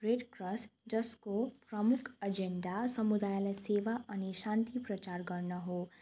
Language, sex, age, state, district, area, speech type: Nepali, female, 18-30, West Bengal, Darjeeling, rural, spontaneous